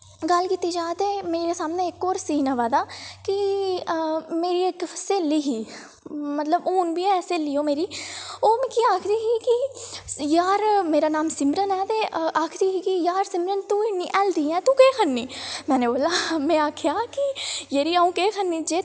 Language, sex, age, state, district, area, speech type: Dogri, female, 18-30, Jammu and Kashmir, Reasi, rural, spontaneous